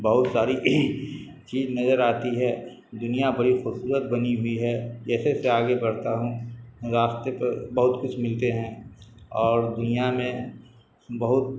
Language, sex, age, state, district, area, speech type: Urdu, male, 45-60, Bihar, Darbhanga, urban, spontaneous